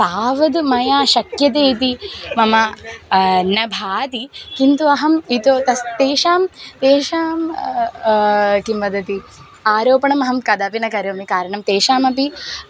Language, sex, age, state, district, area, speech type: Sanskrit, female, 18-30, Kerala, Thiruvananthapuram, urban, spontaneous